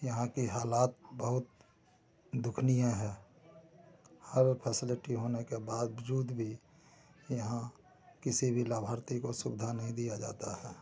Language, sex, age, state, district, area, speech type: Hindi, male, 45-60, Bihar, Samastipur, rural, spontaneous